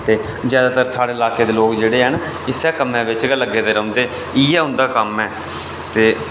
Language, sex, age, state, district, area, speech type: Dogri, male, 18-30, Jammu and Kashmir, Reasi, rural, spontaneous